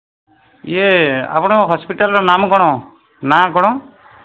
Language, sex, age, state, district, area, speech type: Odia, male, 45-60, Odisha, Sambalpur, rural, conversation